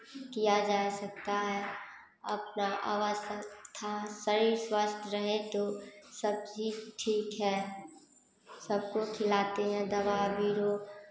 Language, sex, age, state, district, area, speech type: Hindi, female, 18-30, Bihar, Samastipur, rural, spontaneous